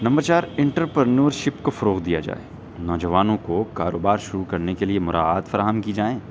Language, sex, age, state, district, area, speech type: Urdu, male, 18-30, Delhi, North West Delhi, urban, spontaneous